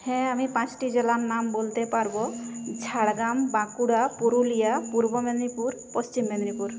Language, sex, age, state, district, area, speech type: Bengali, female, 30-45, West Bengal, Jhargram, rural, spontaneous